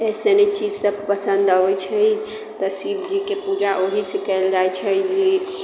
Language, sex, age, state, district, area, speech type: Maithili, female, 45-60, Bihar, Sitamarhi, rural, spontaneous